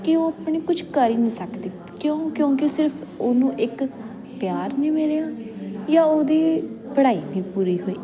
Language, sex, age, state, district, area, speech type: Punjabi, female, 18-30, Punjab, Jalandhar, urban, spontaneous